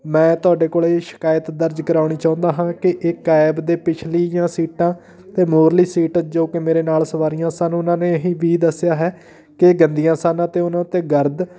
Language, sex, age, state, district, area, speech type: Punjabi, male, 30-45, Punjab, Patiala, rural, spontaneous